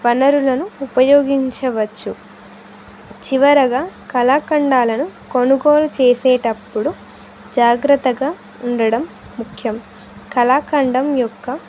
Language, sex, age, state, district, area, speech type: Telugu, female, 18-30, Andhra Pradesh, Sri Satya Sai, urban, spontaneous